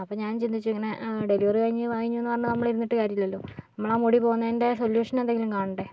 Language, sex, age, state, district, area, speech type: Malayalam, other, 45-60, Kerala, Kozhikode, urban, spontaneous